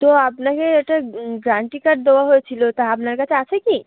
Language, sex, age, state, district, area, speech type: Bengali, female, 18-30, West Bengal, Uttar Dinajpur, urban, conversation